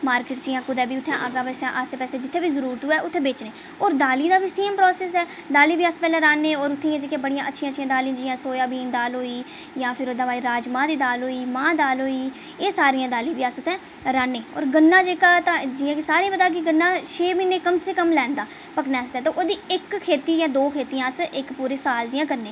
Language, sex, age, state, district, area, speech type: Dogri, female, 30-45, Jammu and Kashmir, Udhampur, urban, spontaneous